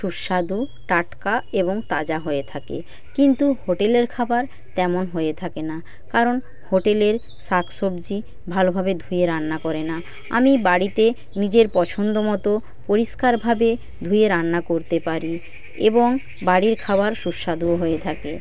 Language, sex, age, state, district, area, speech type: Bengali, female, 45-60, West Bengal, Paschim Medinipur, rural, spontaneous